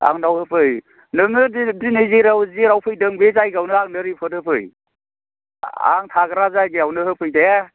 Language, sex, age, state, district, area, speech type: Bodo, male, 45-60, Assam, Chirang, urban, conversation